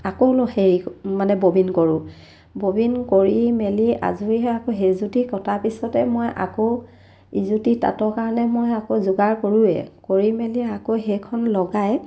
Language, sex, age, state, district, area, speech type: Assamese, female, 30-45, Assam, Sivasagar, rural, spontaneous